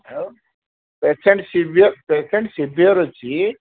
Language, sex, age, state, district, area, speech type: Odia, male, 30-45, Odisha, Sambalpur, rural, conversation